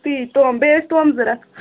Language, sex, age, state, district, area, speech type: Kashmiri, female, 30-45, Jammu and Kashmir, Ganderbal, rural, conversation